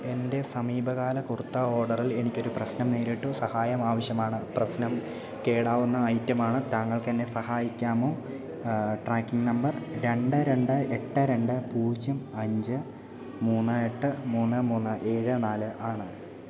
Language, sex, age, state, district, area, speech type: Malayalam, male, 18-30, Kerala, Idukki, rural, read